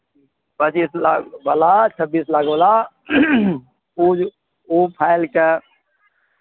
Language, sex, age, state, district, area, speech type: Maithili, male, 60+, Bihar, Araria, urban, conversation